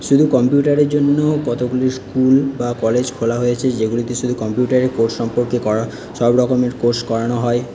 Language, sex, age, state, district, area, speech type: Bengali, male, 30-45, West Bengal, Paschim Bardhaman, urban, spontaneous